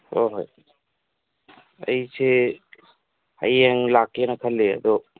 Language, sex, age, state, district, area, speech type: Manipuri, male, 45-60, Manipur, Tengnoupal, rural, conversation